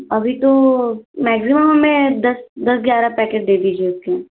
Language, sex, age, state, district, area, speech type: Hindi, female, 45-60, Madhya Pradesh, Balaghat, rural, conversation